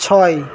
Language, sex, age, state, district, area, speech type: Bengali, male, 18-30, West Bengal, Paschim Medinipur, rural, read